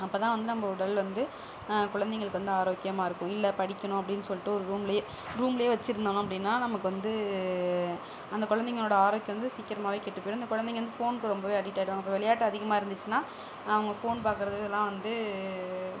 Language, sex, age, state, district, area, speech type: Tamil, female, 45-60, Tamil Nadu, Sivaganga, urban, spontaneous